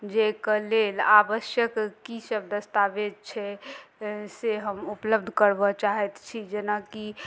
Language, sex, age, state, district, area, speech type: Maithili, female, 30-45, Bihar, Madhubani, rural, spontaneous